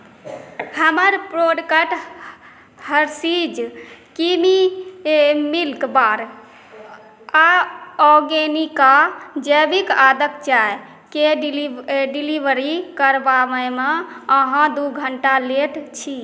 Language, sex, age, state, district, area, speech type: Maithili, female, 18-30, Bihar, Saharsa, rural, read